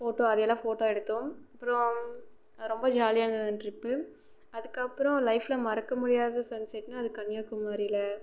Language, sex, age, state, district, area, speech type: Tamil, female, 18-30, Tamil Nadu, Erode, rural, spontaneous